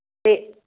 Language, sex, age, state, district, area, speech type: Hindi, female, 60+, Bihar, Begusarai, rural, conversation